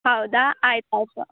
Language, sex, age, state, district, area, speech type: Kannada, female, 18-30, Karnataka, Udupi, rural, conversation